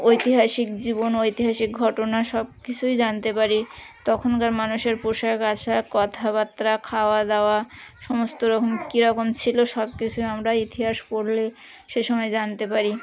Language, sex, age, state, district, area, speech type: Bengali, female, 30-45, West Bengal, Birbhum, urban, spontaneous